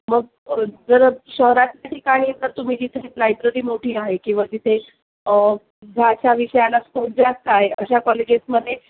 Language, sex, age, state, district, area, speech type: Marathi, female, 30-45, Maharashtra, Sindhudurg, rural, conversation